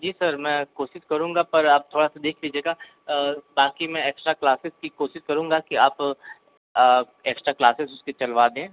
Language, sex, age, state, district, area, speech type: Hindi, male, 45-60, Uttar Pradesh, Sonbhadra, rural, conversation